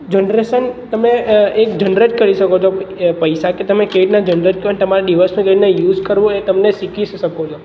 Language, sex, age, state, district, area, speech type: Gujarati, male, 18-30, Gujarat, Surat, urban, spontaneous